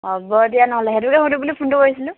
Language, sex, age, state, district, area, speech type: Assamese, female, 60+, Assam, Dhemaji, rural, conversation